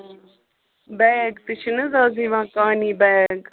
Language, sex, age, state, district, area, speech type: Kashmiri, female, 30-45, Jammu and Kashmir, Ganderbal, rural, conversation